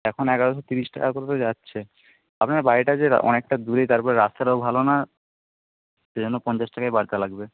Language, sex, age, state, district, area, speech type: Bengali, male, 18-30, West Bengal, Jhargram, rural, conversation